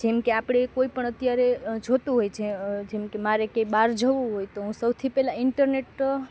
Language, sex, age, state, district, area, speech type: Gujarati, female, 30-45, Gujarat, Rajkot, rural, spontaneous